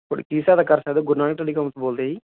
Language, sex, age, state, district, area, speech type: Punjabi, male, 30-45, Punjab, Muktsar, urban, conversation